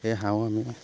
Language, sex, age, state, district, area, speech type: Assamese, male, 30-45, Assam, Charaideo, rural, spontaneous